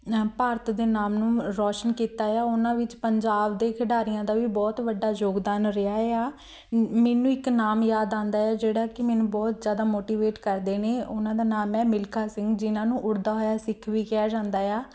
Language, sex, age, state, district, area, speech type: Punjabi, female, 18-30, Punjab, Fatehgarh Sahib, urban, spontaneous